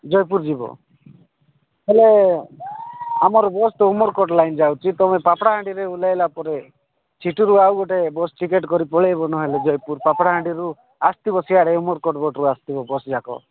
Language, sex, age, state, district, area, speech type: Odia, male, 45-60, Odisha, Nabarangpur, rural, conversation